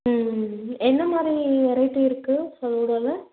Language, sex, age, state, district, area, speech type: Tamil, female, 18-30, Tamil Nadu, Tiruppur, rural, conversation